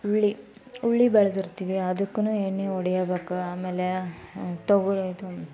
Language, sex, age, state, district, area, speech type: Kannada, female, 18-30, Karnataka, Koppal, rural, spontaneous